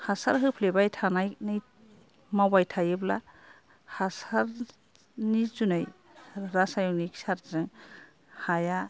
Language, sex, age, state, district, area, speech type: Bodo, female, 60+, Assam, Kokrajhar, rural, spontaneous